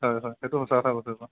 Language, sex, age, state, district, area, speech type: Assamese, male, 18-30, Assam, Dhemaji, rural, conversation